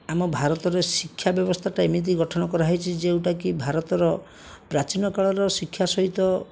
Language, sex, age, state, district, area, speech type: Odia, male, 60+, Odisha, Jajpur, rural, spontaneous